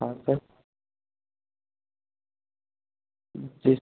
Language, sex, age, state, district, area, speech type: Hindi, male, 18-30, Rajasthan, Nagaur, rural, conversation